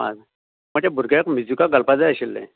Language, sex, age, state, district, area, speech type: Goan Konkani, male, 60+, Goa, Canacona, rural, conversation